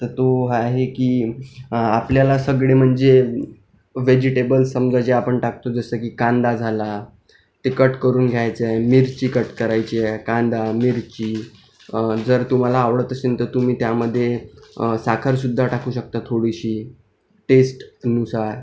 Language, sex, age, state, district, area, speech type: Marathi, male, 18-30, Maharashtra, Akola, urban, spontaneous